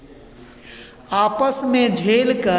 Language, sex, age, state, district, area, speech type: Hindi, male, 45-60, Bihar, Begusarai, urban, spontaneous